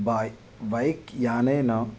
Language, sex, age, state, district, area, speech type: Sanskrit, male, 18-30, Odisha, Jagatsinghpur, urban, spontaneous